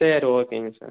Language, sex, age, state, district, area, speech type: Tamil, male, 18-30, Tamil Nadu, Pudukkottai, rural, conversation